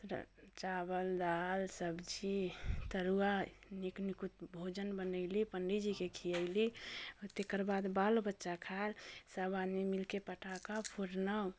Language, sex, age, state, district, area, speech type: Maithili, female, 18-30, Bihar, Muzaffarpur, rural, spontaneous